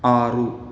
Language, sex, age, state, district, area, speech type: Kannada, male, 30-45, Karnataka, Chikkaballapur, urban, read